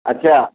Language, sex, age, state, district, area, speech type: Hindi, male, 60+, Bihar, Muzaffarpur, rural, conversation